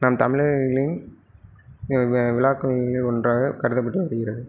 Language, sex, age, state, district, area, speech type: Tamil, male, 30-45, Tamil Nadu, Sivaganga, rural, spontaneous